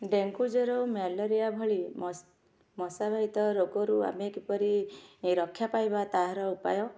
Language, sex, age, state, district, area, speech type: Odia, female, 45-60, Odisha, Kendujhar, urban, spontaneous